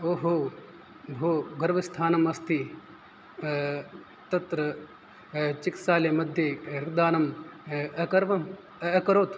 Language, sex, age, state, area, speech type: Sanskrit, male, 18-30, Rajasthan, rural, spontaneous